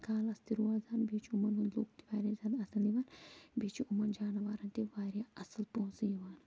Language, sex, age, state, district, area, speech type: Kashmiri, female, 45-60, Jammu and Kashmir, Kulgam, rural, spontaneous